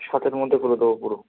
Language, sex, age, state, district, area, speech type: Bengali, male, 18-30, West Bengal, Uttar Dinajpur, urban, conversation